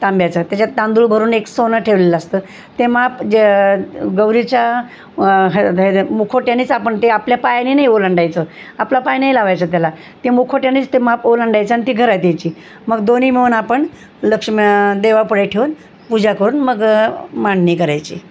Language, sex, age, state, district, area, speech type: Marathi, female, 60+, Maharashtra, Osmanabad, rural, spontaneous